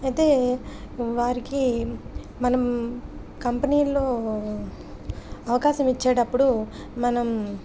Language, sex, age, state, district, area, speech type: Telugu, female, 30-45, Andhra Pradesh, Anakapalli, rural, spontaneous